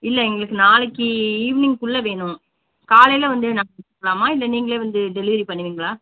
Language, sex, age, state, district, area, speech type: Tamil, female, 30-45, Tamil Nadu, Pudukkottai, rural, conversation